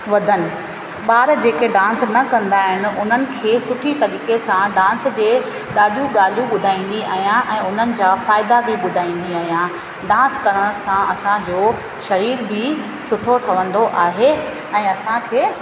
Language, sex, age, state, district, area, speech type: Sindhi, female, 30-45, Rajasthan, Ajmer, rural, spontaneous